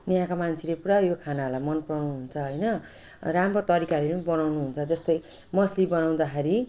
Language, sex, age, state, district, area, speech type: Nepali, female, 45-60, West Bengal, Jalpaiguri, rural, spontaneous